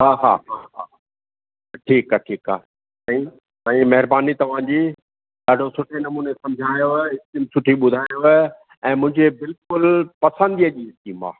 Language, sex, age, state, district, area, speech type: Sindhi, male, 60+, Maharashtra, Thane, urban, conversation